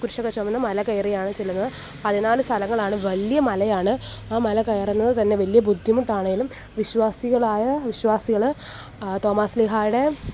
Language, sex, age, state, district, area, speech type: Malayalam, female, 18-30, Kerala, Alappuzha, rural, spontaneous